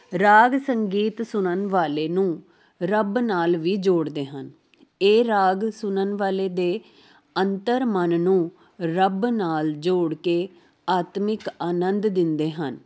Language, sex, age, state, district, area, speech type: Punjabi, female, 30-45, Punjab, Jalandhar, urban, spontaneous